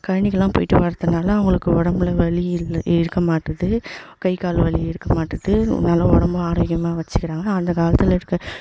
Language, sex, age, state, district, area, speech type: Tamil, female, 18-30, Tamil Nadu, Tiruvannamalai, rural, spontaneous